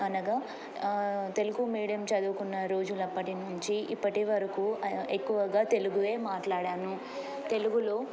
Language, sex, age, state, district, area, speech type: Telugu, female, 30-45, Telangana, Ranga Reddy, urban, spontaneous